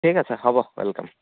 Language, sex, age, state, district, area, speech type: Assamese, male, 30-45, Assam, Dibrugarh, rural, conversation